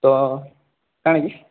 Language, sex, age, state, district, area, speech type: Odia, male, 18-30, Odisha, Nuapada, urban, conversation